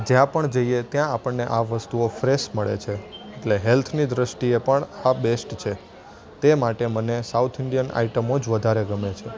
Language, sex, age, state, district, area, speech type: Gujarati, male, 18-30, Gujarat, Junagadh, urban, spontaneous